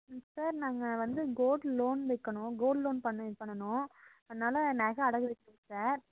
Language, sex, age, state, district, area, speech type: Tamil, female, 18-30, Tamil Nadu, Coimbatore, rural, conversation